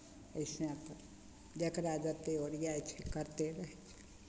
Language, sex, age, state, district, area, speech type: Maithili, female, 60+, Bihar, Begusarai, rural, spontaneous